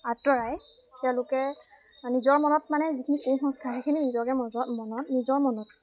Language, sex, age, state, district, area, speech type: Assamese, female, 18-30, Assam, Lakhimpur, rural, spontaneous